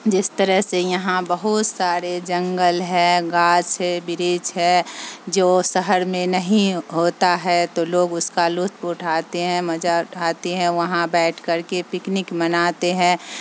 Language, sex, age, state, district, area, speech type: Urdu, female, 45-60, Bihar, Supaul, rural, spontaneous